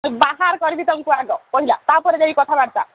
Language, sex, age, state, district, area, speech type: Odia, female, 30-45, Odisha, Sambalpur, rural, conversation